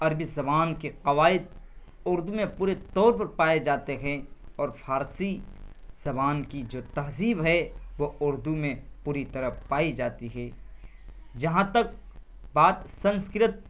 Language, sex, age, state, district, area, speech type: Urdu, male, 18-30, Bihar, Purnia, rural, spontaneous